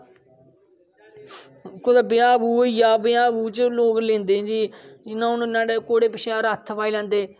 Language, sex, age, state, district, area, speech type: Dogri, male, 18-30, Jammu and Kashmir, Kathua, rural, spontaneous